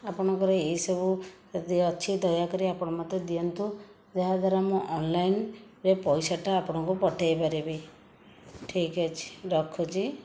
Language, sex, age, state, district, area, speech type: Odia, female, 60+, Odisha, Khordha, rural, spontaneous